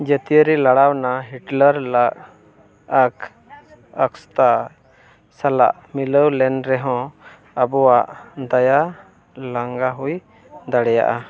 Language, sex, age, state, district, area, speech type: Santali, male, 45-60, Odisha, Mayurbhanj, rural, read